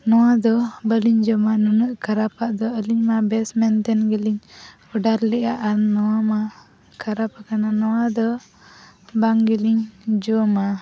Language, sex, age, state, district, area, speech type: Santali, female, 18-30, Jharkhand, East Singhbhum, rural, spontaneous